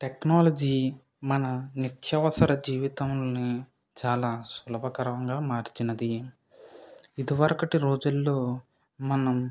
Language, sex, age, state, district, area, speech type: Telugu, male, 18-30, Andhra Pradesh, West Godavari, rural, spontaneous